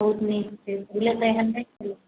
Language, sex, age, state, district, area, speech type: Maithili, male, 45-60, Bihar, Sitamarhi, urban, conversation